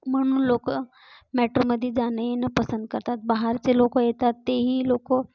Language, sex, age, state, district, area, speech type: Marathi, female, 30-45, Maharashtra, Nagpur, urban, spontaneous